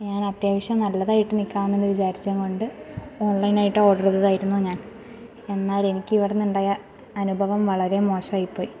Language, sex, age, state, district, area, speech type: Malayalam, female, 18-30, Kerala, Thrissur, urban, spontaneous